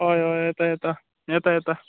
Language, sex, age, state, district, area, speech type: Goan Konkani, male, 18-30, Goa, Tiswadi, rural, conversation